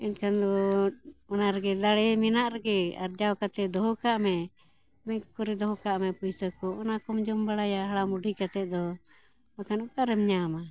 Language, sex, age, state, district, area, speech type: Santali, female, 60+, Jharkhand, Bokaro, rural, spontaneous